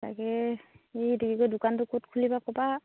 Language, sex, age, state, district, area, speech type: Assamese, female, 18-30, Assam, Charaideo, rural, conversation